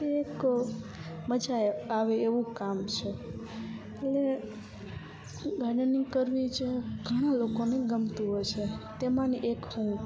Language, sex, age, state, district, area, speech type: Gujarati, female, 18-30, Gujarat, Kutch, rural, spontaneous